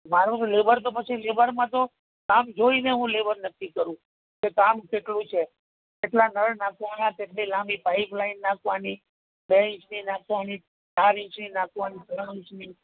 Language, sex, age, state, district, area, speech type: Gujarati, male, 60+, Gujarat, Ahmedabad, urban, conversation